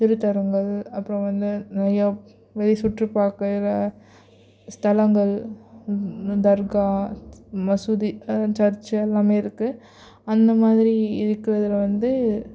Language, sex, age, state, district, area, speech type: Tamil, female, 18-30, Tamil Nadu, Nagapattinam, rural, spontaneous